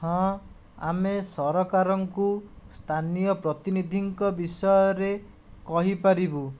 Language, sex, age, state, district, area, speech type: Odia, male, 45-60, Odisha, Khordha, rural, spontaneous